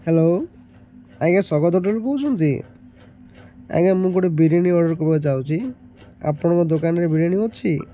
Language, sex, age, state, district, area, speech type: Odia, male, 30-45, Odisha, Malkangiri, urban, spontaneous